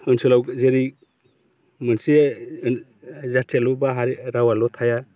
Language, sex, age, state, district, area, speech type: Bodo, male, 45-60, Assam, Baksa, rural, spontaneous